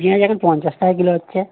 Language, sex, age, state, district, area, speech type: Bengali, male, 60+, West Bengal, North 24 Parganas, urban, conversation